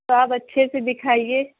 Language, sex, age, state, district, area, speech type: Urdu, female, 30-45, Uttar Pradesh, Lucknow, rural, conversation